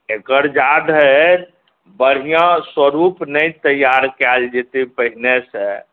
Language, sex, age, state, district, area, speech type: Maithili, male, 60+, Bihar, Saharsa, rural, conversation